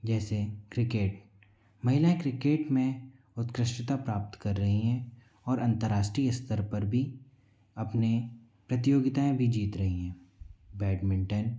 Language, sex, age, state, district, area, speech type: Hindi, male, 45-60, Madhya Pradesh, Bhopal, urban, spontaneous